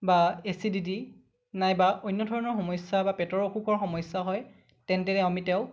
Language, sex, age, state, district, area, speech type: Assamese, male, 18-30, Assam, Lakhimpur, rural, spontaneous